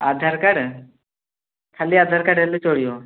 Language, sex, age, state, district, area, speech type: Odia, male, 18-30, Odisha, Mayurbhanj, rural, conversation